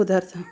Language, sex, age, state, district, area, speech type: Marathi, female, 45-60, Maharashtra, Osmanabad, rural, spontaneous